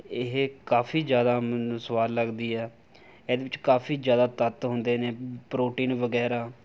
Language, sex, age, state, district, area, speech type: Punjabi, male, 18-30, Punjab, Rupnagar, urban, spontaneous